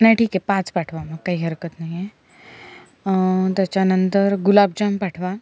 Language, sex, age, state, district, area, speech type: Marathi, female, 18-30, Maharashtra, Sindhudurg, rural, spontaneous